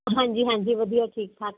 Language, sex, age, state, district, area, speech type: Punjabi, female, 30-45, Punjab, Firozpur, rural, conversation